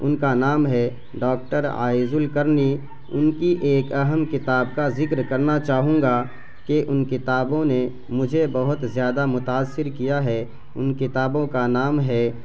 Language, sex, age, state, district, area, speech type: Urdu, male, 18-30, Bihar, Araria, rural, spontaneous